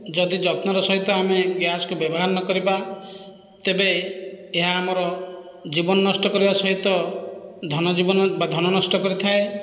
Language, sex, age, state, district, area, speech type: Odia, male, 45-60, Odisha, Khordha, rural, spontaneous